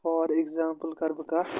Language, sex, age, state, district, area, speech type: Kashmiri, male, 30-45, Jammu and Kashmir, Bandipora, rural, spontaneous